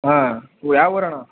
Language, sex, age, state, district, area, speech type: Kannada, male, 18-30, Karnataka, Chamarajanagar, rural, conversation